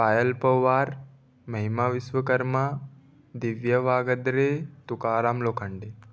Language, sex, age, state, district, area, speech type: Hindi, male, 18-30, Madhya Pradesh, Betul, rural, spontaneous